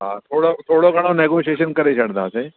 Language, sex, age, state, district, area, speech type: Sindhi, male, 45-60, Delhi, South Delhi, urban, conversation